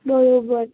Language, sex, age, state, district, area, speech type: Gujarati, female, 18-30, Gujarat, Mehsana, rural, conversation